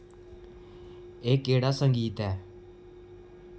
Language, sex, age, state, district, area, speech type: Dogri, male, 18-30, Jammu and Kashmir, Kathua, rural, read